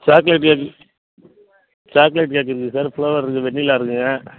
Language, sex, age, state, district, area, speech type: Tamil, male, 45-60, Tamil Nadu, Madurai, rural, conversation